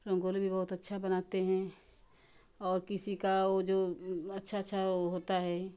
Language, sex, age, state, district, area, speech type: Hindi, female, 30-45, Uttar Pradesh, Ghazipur, rural, spontaneous